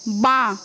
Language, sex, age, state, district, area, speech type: Bengali, female, 18-30, West Bengal, Paschim Medinipur, rural, read